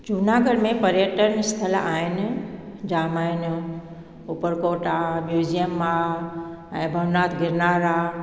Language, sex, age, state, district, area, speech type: Sindhi, female, 45-60, Gujarat, Junagadh, urban, spontaneous